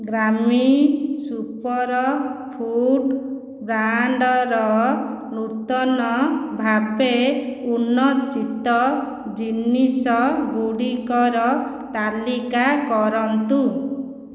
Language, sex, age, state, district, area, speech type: Odia, female, 30-45, Odisha, Khordha, rural, read